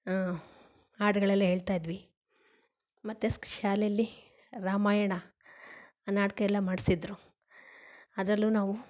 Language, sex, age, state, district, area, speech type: Kannada, female, 45-60, Karnataka, Mandya, rural, spontaneous